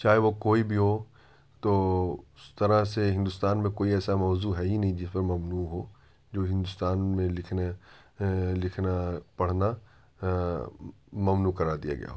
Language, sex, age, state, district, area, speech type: Urdu, male, 18-30, Uttar Pradesh, Ghaziabad, urban, spontaneous